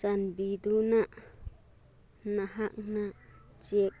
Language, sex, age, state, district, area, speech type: Manipuri, female, 30-45, Manipur, Churachandpur, rural, read